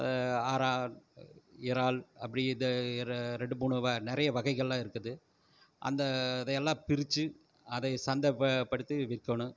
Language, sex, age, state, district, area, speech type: Tamil, male, 45-60, Tamil Nadu, Erode, rural, spontaneous